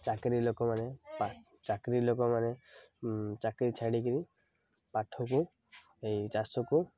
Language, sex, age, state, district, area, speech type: Odia, male, 18-30, Odisha, Malkangiri, urban, spontaneous